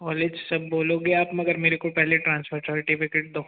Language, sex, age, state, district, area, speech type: Hindi, male, 18-30, Madhya Pradesh, Jabalpur, urban, conversation